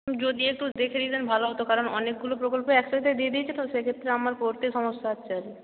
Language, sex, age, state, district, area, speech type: Bengali, female, 18-30, West Bengal, Jalpaiguri, rural, conversation